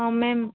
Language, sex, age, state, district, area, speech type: Odia, female, 30-45, Odisha, Koraput, urban, conversation